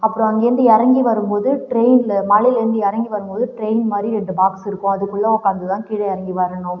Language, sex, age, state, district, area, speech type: Tamil, female, 18-30, Tamil Nadu, Cuddalore, rural, spontaneous